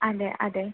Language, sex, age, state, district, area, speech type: Malayalam, female, 30-45, Kerala, Kannur, urban, conversation